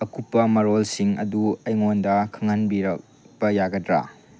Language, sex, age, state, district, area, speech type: Manipuri, male, 18-30, Manipur, Chandel, rural, read